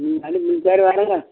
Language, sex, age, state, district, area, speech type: Tamil, male, 60+, Tamil Nadu, Kallakurichi, urban, conversation